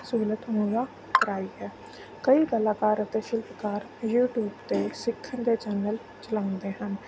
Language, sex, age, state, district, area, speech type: Punjabi, female, 30-45, Punjab, Mansa, urban, spontaneous